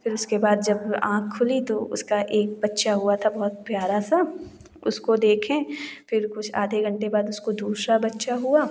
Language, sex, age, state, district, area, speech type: Hindi, female, 18-30, Uttar Pradesh, Jaunpur, rural, spontaneous